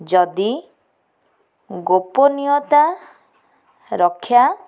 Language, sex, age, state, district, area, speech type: Odia, female, 45-60, Odisha, Cuttack, urban, spontaneous